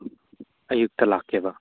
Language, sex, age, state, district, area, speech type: Manipuri, male, 18-30, Manipur, Churachandpur, rural, conversation